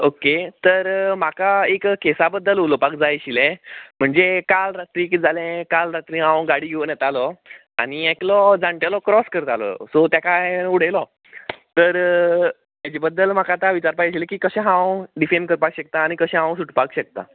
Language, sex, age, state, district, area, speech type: Goan Konkani, male, 18-30, Goa, Quepem, rural, conversation